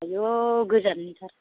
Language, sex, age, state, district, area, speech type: Bodo, female, 60+, Assam, Kokrajhar, urban, conversation